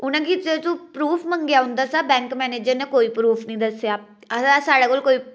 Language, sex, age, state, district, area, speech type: Dogri, female, 18-30, Jammu and Kashmir, Udhampur, rural, spontaneous